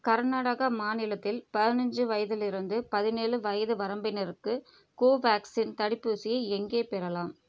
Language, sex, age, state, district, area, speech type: Tamil, female, 30-45, Tamil Nadu, Tiruchirappalli, rural, read